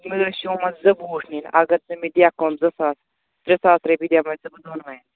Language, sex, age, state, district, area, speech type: Kashmiri, male, 18-30, Jammu and Kashmir, Kupwara, rural, conversation